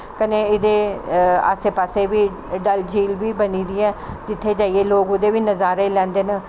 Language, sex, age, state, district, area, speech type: Dogri, female, 60+, Jammu and Kashmir, Jammu, urban, spontaneous